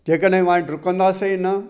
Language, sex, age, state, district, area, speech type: Sindhi, male, 60+, Gujarat, Junagadh, rural, spontaneous